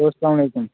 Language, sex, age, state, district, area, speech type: Kashmiri, male, 30-45, Jammu and Kashmir, Budgam, rural, conversation